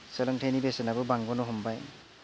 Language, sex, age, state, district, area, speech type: Bodo, male, 18-30, Assam, Udalguri, rural, spontaneous